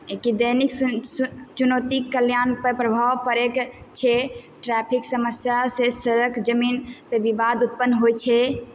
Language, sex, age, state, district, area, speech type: Maithili, female, 18-30, Bihar, Purnia, rural, spontaneous